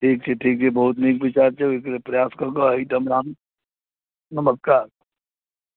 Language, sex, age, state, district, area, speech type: Maithili, male, 45-60, Bihar, Muzaffarpur, rural, conversation